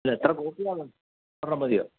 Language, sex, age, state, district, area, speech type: Malayalam, male, 60+, Kerala, Kottayam, rural, conversation